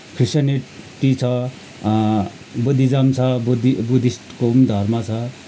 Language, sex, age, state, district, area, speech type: Nepali, male, 45-60, West Bengal, Kalimpong, rural, spontaneous